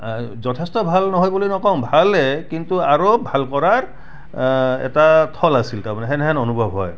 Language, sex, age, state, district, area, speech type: Assamese, male, 60+, Assam, Barpeta, rural, spontaneous